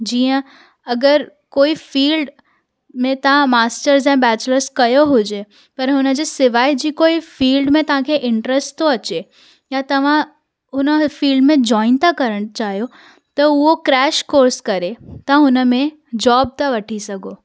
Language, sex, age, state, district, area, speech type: Sindhi, female, 18-30, Gujarat, Surat, urban, spontaneous